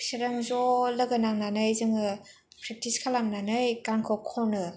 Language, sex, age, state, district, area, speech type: Bodo, female, 18-30, Assam, Kokrajhar, urban, spontaneous